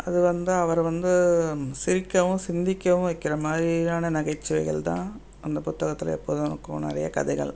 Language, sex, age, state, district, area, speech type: Tamil, female, 60+, Tamil Nadu, Thanjavur, urban, spontaneous